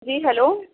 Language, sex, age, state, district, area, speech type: Urdu, female, 18-30, Bihar, Gaya, urban, conversation